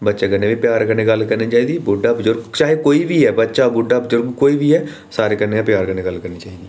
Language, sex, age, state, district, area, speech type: Dogri, male, 18-30, Jammu and Kashmir, Reasi, rural, spontaneous